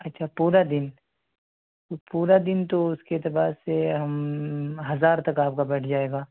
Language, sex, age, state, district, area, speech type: Urdu, male, 18-30, Delhi, South Delhi, urban, conversation